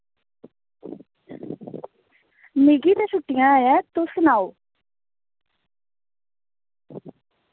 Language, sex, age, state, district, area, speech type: Dogri, female, 30-45, Jammu and Kashmir, Reasi, rural, conversation